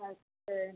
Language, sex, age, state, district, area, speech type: Hindi, female, 30-45, Uttar Pradesh, Azamgarh, rural, conversation